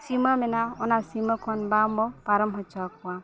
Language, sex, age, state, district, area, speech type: Santali, female, 30-45, Jharkhand, East Singhbhum, rural, spontaneous